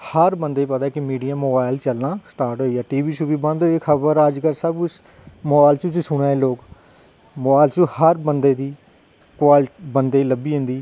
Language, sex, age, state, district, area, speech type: Dogri, male, 30-45, Jammu and Kashmir, Jammu, rural, spontaneous